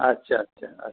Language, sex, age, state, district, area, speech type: Bengali, male, 45-60, West Bengal, Dakshin Dinajpur, rural, conversation